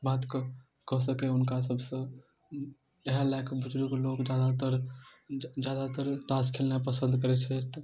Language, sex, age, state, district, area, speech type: Maithili, male, 18-30, Bihar, Darbhanga, rural, spontaneous